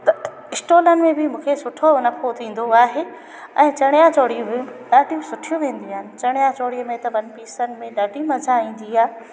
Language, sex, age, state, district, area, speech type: Sindhi, female, 45-60, Gujarat, Junagadh, urban, spontaneous